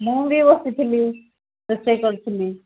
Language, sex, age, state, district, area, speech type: Odia, female, 60+, Odisha, Angul, rural, conversation